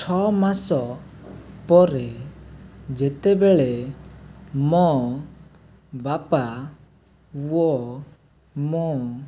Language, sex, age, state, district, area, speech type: Odia, male, 18-30, Odisha, Rayagada, rural, spontaneous